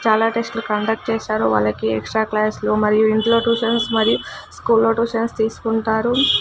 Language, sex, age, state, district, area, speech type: Telugu, female, 18-30, Telangana, Mahbubnagar, urban, spontaneous